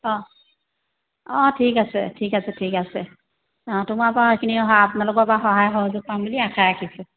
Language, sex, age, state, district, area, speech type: Assamese, female, 30-45, Assam, Sivasagar, rural, conversation